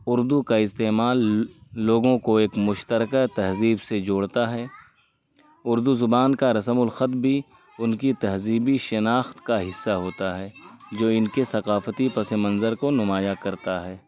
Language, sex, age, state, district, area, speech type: Urdu, male, 18-30, Uttar Pradesh, Azamgarh, rural, spontaneous